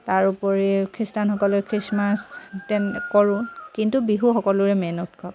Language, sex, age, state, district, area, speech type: Assamese, female, 30-45, Assam, Dhemaji, rural, spontaneous